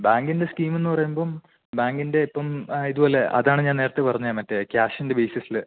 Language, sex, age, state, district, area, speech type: Malayalam, male, 18-30, Kerala, Idukki, rural, conversation